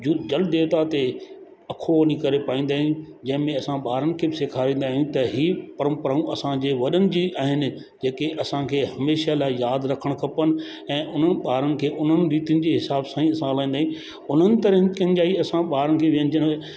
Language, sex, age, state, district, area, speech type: Sindhi, male, 60+, Rajasthan, Ajmer, rural, spontaneous